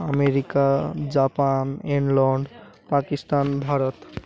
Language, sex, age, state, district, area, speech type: Odia, male, 18-30, Odisha, Malkangiri, urban, spontaneous